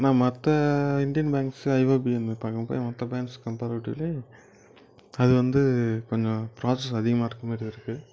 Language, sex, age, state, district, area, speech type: Tamil, male, 18-30, Tamil Nadu, Tiruvannamalai, urban, spontaneous